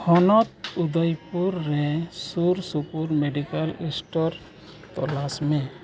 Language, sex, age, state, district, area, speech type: Santali, male, 45-60, Jharkhand, East Singhbhum, rural, read